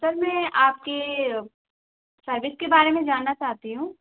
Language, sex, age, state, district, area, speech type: Hindi, female, 18-30, Madhya Pradesh, Gwalior, urban, conversation